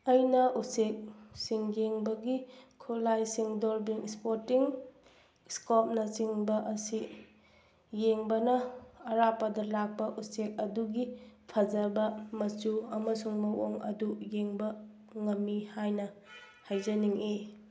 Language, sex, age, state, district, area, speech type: Manipuri, female, 30-45, Manipur, Bishnupur, rural, spontaneous